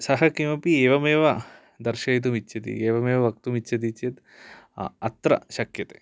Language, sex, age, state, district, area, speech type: Sanskrit, male, 18-30, Kerala, Idukki, urban, spontaneous